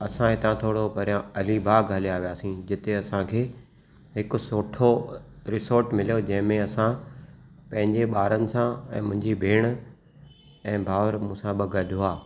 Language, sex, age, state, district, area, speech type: Sindhi, male, 45-60, Maharashtra, Thane, urban, spontaneous